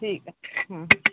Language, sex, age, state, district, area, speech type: Bengali, female, 30-45, West Bengal, Birbhum, urban, conversation